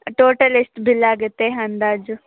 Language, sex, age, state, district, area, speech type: Kannada, female, 18-30, Karnataka, Mandya, rural, conversation